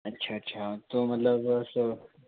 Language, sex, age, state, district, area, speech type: Hindi, male, 45-60, Madhya Pradesh, Bhopal, urban, conversation